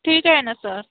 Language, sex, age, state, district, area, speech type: Marathi, female, 30-45, Maharashtra, Nagpur, urban, conversation